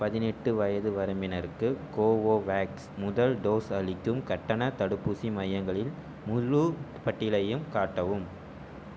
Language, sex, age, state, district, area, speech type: Tamil, male, 18-30, Tamil Nadu, Erode, urban, read